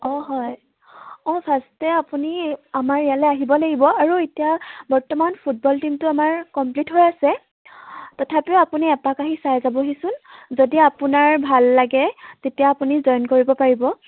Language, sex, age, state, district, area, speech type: Assamese, female, 18-30, Assam, Sivasagar, rural, conversation